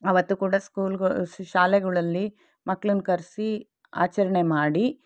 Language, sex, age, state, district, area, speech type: Kannada, female, 45-60, Karnataka, Shimoga, urban, spontaneous